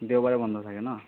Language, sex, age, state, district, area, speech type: Assamese, male, 30-45, Assam, Sonitpur, rural, conversation